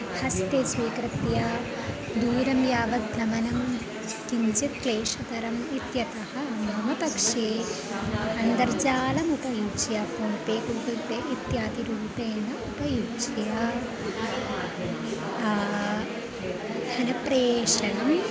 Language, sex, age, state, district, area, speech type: Sanskrit, female, 18-30, Kerala, Thrissur, urban, spontaneous